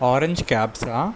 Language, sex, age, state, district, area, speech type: Telugu, male, 18-30, Andhra Pradesh, Visakhapatnam, urban, spontaneous